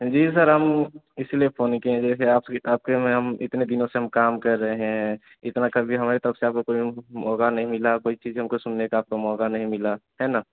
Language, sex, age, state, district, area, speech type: Hindi, male, 18-30, Bihar, Samastipur, urban, conversation